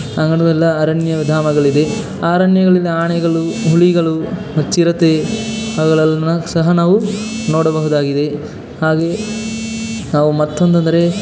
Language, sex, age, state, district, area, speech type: Kannada, male, 18-30, Karnataka, Chamarajanagar, urban, spontaneous